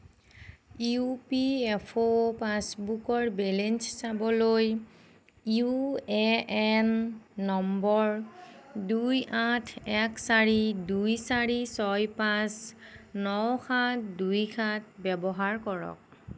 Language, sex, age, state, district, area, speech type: Assamese, female, 30-45, Assam, Nagaon, rural, read